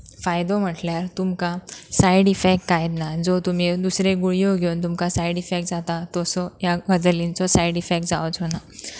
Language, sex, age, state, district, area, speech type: Goan Konkani, female, 18-30, Goa, Pernem, rural, spontaneous